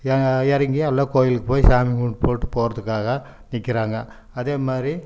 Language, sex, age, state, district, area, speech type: Tamil, male, 60+, Tamil Nadu, Coimbatore, urban, spontaneous